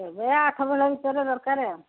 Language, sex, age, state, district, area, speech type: Odia, female, 60+, Odisha, Angul, rural, conversation